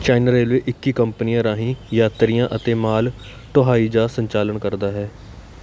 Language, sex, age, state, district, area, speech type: Punjabi, male, 18-30, Punjab, Kapurthala, urban, read